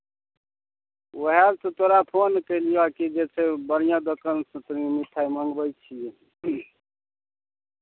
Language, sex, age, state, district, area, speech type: Maithili, male, 30-45, Bihar, Begusarai, rural, conversation